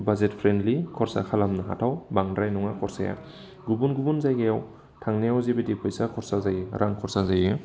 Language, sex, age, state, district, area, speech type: Bodo, male, 30-45, Assam, Udalguri, urban, spontaneous